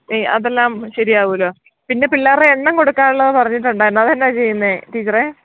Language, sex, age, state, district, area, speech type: Malayalam, female, 30-45, Kerala, Idukki, rural, conversation